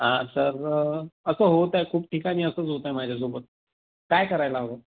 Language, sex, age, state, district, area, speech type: Marathi, male, 18-30, Maharashtra, Amravati, urban, conversation